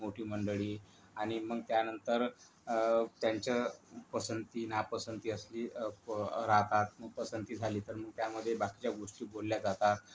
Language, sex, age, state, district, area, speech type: Marathi, male, 45-60, Maharashtra, Yavatmal, rural, spontaneous